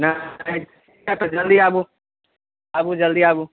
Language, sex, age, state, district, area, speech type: Maithili, male, 18-30, Bihar, Samastipur, rural, conversation